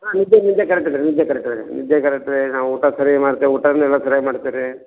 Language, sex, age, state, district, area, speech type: Kannada, male, 60+, Karnataka, Gulbarga, urban, conversation